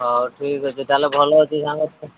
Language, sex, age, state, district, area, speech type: Odia, male, 45-60, Odisha, Sambalpur, rural, conversation